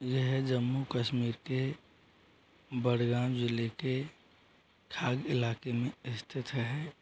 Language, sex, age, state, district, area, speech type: Hindi, male, 18-30, Rajasthan, Jodhpur, rural, read